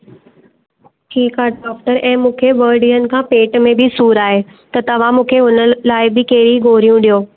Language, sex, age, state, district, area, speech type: Sindhi, female, 18-30, Maharashtra, Mumbai Suburban, urban, conversation